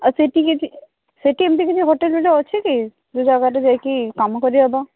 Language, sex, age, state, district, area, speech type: Odia, female, 30-45, Odisha, Sambalpur, rural, conversation